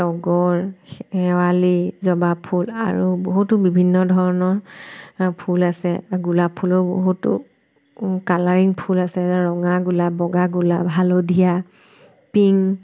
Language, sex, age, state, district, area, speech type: Assamese, female, 30-45, Assam, Sivasagar, rural, spontaneous